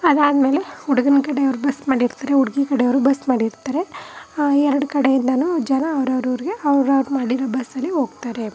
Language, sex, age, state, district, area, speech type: Kannada, female, 18-30, Karnataka, Chamarajanagar, rural, spontaneous